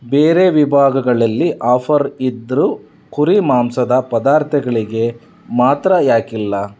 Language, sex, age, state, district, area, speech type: Kannada, male, 30-45, Karnataka, Davanagere, rural, read